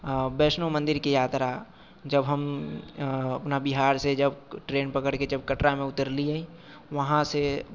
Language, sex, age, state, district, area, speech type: Maithili, male, 45-60, Bihar, Sitamarhi, urban, spontaneous